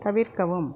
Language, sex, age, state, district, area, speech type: Tamil, female, 45-60, Tamil Nadu, Krishnagiri, rural, read